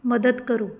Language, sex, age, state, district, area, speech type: Punjabi, female, 30-45, Punjab, Patiala, urban, read